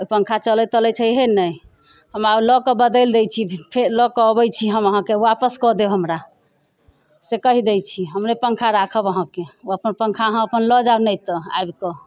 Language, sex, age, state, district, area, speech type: Maithili, female, 45-60, Bihar, Muzaffarpur, urban, spontaneous